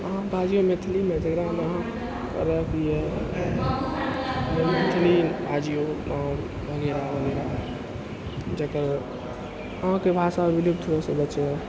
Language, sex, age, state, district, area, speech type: Maithili, male, 45-60, Bihar, Purnia, rural, spontaneous